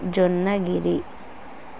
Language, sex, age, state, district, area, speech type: Telugu, female, 18-30, Andhra Pradesh, Kurnool, rural, spontaneous